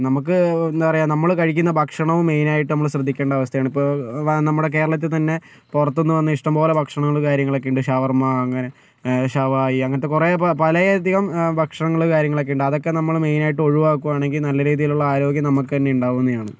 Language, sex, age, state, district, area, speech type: Malayalam, male, 45-60, Kerala, Kozhikode, urban, spontaneous